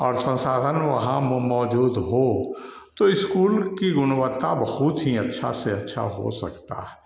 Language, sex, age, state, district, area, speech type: Hindi, male, 60+, Bihar, Samastipur, rural, spontaneous